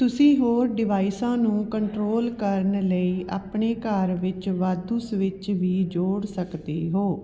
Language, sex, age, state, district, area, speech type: Punjabi, female, 30-45, Punjab, Patiala, urban, read